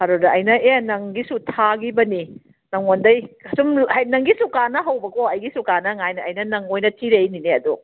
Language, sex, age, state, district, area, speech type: Manipuri, female, 30-45, Manipur, Kakching, rural, conversation